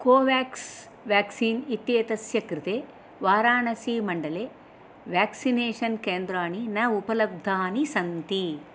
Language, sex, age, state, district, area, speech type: Sanskrit, female, 60+, Andhra Pradesh, Chittoor, urban, read